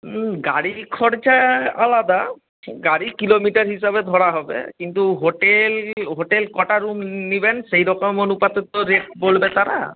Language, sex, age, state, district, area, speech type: Bengali, male, 60+, West Bengal, Nadia, rural, conversation